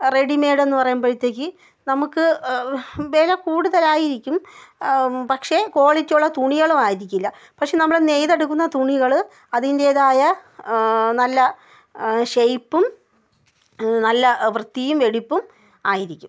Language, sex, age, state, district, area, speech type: Malayalam, female, 30-45, Kerala, Thiruvananthapuram, rural, spontaneous